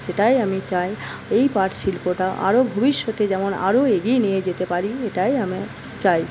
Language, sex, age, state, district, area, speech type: Bengali, female, 30-45, West Bengal, Paschim Medinipur, rural, spontaneous